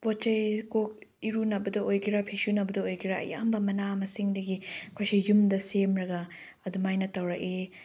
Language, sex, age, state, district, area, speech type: Manipuri, female, 18-30, Manipur, Chandel, rural, spontaneous